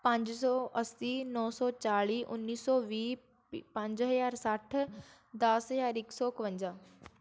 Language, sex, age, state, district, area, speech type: Punjabi, female, 18-30, Punjab, Shaheed Bhagat Singh Nagar, rural, spontaneous